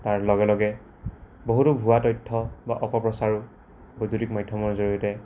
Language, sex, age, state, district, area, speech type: Assamese, male, 18-30, Assam, Dibrugarh, rural, spontaneous